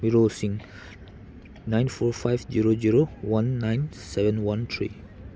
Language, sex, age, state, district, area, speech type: Manipuri, male, 30-45, Manipur, Churachandpur, rural, read